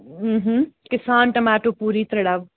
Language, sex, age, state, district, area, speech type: Kashmiri, female, 18-30, Jammu and Kashmir, Srinagar, urban, conversation